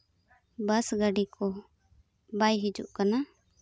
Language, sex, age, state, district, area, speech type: Santali, female, 18-30, Jharkhand, Seraikela Kharsawan, rural, spontaneous